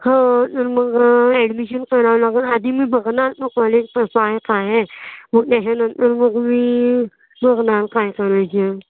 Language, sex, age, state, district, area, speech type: Marathi, female, 18-30, Maharashtra, Nagpur, urban, conversation